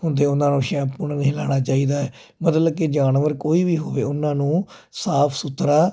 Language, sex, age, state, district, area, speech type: Punjabi, male, 30-45, Punjab, Jalandhar, urban, spontaneous